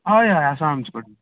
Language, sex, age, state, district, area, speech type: Goan Konkani, male, 18-30, Goa, Canacona, rural, conversation